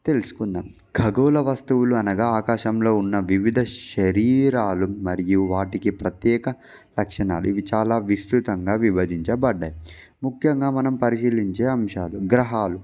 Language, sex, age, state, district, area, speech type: Telugu, male, 18-30, Andhra Pradesh, Palnadu, rural, spontaneous